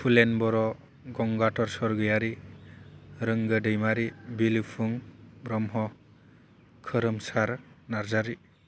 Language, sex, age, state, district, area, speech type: Bodo, male, 18-30, Assam, Baksa, rural, spontaneous